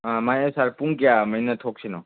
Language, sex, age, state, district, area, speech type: Manipuri, male, 18-30, Manipur, Churachandpur, rural, conversation